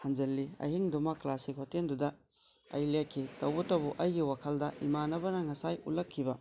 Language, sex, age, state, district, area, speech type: Manipuri, male, 45-60, Manipur, Tengnoupal, rural, spontaneous